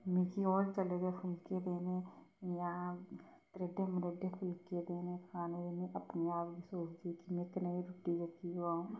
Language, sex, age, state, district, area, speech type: Dogri, female, 30-45, Jammu and Kashmir, Reasi, rural, spontaneous